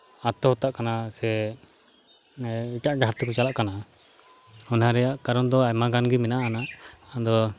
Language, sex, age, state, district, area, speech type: Santali, male, 30-45, West Bengal, Malda, rural, spontaneous